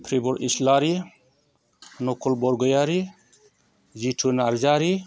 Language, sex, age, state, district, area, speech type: Bodo, male, 45-60, Assam, Chirang, rural, spontaneous